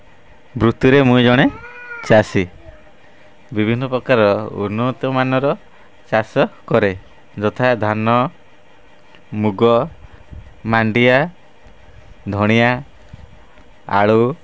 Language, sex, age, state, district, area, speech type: Odia, male, 30-45, Odisha, Kendrapara, urban, spontaneous